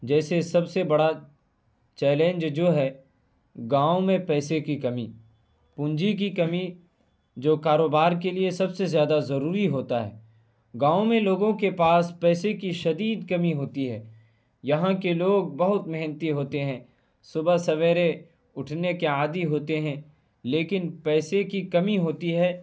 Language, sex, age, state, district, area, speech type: Urdu, male, 18-30, Bihar, Purnia, rural, spontaneous